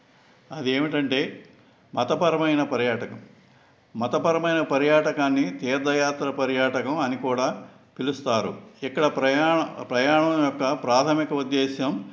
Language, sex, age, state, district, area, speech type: Telugu, male, 60+, Andhra Pradesh, Eluru, urban, spontaneous